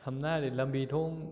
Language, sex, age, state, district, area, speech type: Manipuri, male, 18-30, Manipur, Kakching, rural, spontaneous